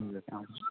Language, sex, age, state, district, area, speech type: Malayalam, male, 45-60, Kerala, Palakkad, rural, conversation